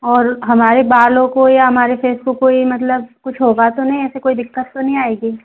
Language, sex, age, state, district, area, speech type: Hindi, female, 18-30, Madhya Pradesh, Gwalior, rural, conversation